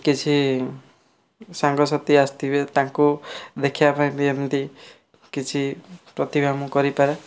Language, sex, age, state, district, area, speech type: Odia, male, 18-30, Odisha, Kendrapara, urban, spontaneous